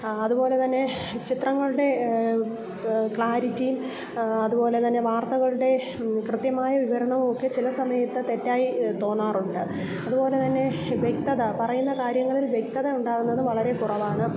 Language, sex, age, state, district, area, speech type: Malayalam, female, 45-60, Kerala, Kollam, rural, spontaneous